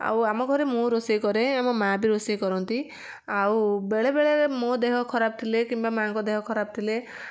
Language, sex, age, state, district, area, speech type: Odia, female, 45-60, Odisha, Kendujhar, urban, spontaneous